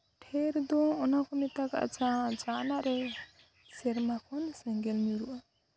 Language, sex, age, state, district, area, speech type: Santali, female, 18-30, Jharkhand, Seraikela Kharsawan, rural, spontaneous